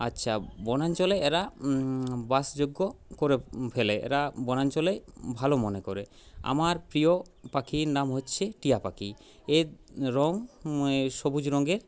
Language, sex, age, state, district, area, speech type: Bengali, male, 30-45, West Bengal, Purulia, rural, spontaneous